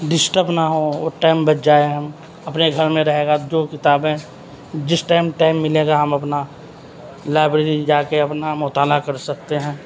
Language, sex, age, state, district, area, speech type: Urdu, male, 30-45, Uttar Pradesh, Gautam Buddha Nagar, urban, spontaneous